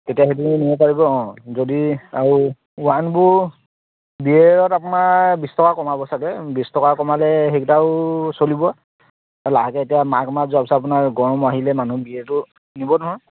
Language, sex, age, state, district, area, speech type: Assamese, male, 30-45, Assam, Charaideo, rural, conversation